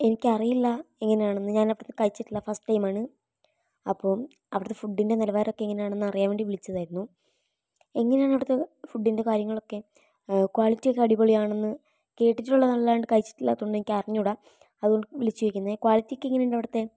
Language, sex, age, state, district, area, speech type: Malayalam, female, 18-30, Kerala, Wayanad, rural, spontaneous